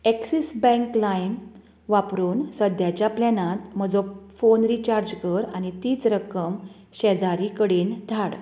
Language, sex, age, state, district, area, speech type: Goan Konkani, female, 30-45, Goa, Canacona, rural, read